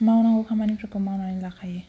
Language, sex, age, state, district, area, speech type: Bodo, female, 18-30, Assam, Baksa, rural, spontaneous